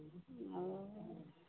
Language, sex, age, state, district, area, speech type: Maithili, female, 45-60, Bihar, Madhepura, rural, conversation